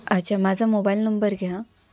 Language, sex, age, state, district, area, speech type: Marathi, female, 18-30, Maharashtra, Ahmednagar, rural, spontaneous